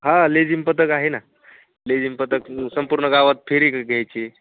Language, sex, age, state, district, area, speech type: Marathi, male, 18-30, Maharashtra, Jalna, rural, conversation